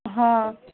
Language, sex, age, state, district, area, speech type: Urdu, female, 45-60, Uttar Pradesh, Gautam Buddha Nagar, urban, conversation